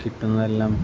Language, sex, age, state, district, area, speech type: Malayalam, male, 18-30, Kerala, Kozhikode, rural, spontaneous